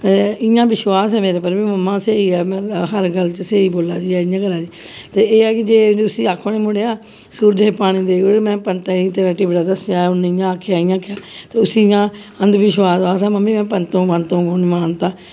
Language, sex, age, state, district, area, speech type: Dogri, female, 45-60, Jammu and Kashmir, Jammu, urban, spontaneous